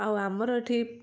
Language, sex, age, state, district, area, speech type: Odia, female, 45-60, Odisha, Kendujhar, urban, spontaneous